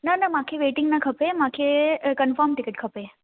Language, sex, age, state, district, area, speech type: Sindhi, female, 18-30, Delhi, South Delhi, urban, conversation